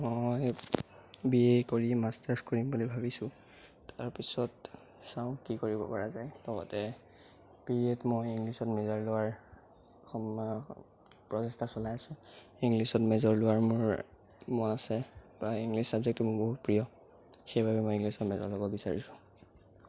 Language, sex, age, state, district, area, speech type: Assamese, male, 18-30, Assam, Sonitpur, rural, spontaneous